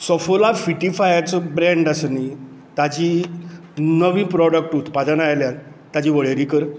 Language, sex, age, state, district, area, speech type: Goan Konkani, male, 60+, Goa, Canacona, rural, read